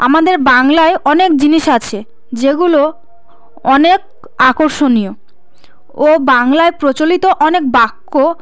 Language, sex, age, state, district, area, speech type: Bengali, female, 18-30, West Bengal, South 24 Parganas, rural, spontaneous